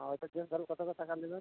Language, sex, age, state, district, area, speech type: Bengali, male, 60+, West Bengal, Uttar Dinajpur, urban, conversation